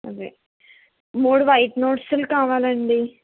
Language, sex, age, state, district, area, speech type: Telugu, female, 60+, Andhra Pradesh, Eluru, urban, conversation